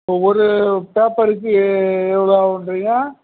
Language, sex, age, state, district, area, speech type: Tamil, male, 60+, Tamil Nadu, Cuddalore, rural, conversation